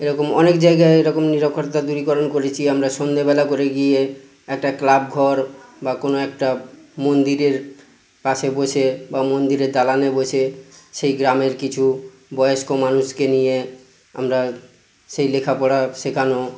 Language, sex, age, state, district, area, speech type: Bengali, male, 45-60, West Bengal, Howrah, urban, spontaneous